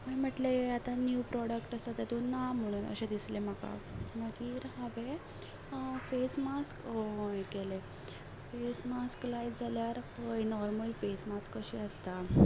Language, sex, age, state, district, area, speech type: Goan Konkani, female, 18-30, Goa, Ponda, rural, spontaneous